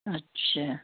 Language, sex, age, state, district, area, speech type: Punjabi, female, 60+, Punjab, Fazilka, rural, conversation